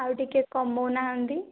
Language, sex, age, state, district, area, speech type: Odia, female, 18-30, Odisha, Nayagarh, rural, conversation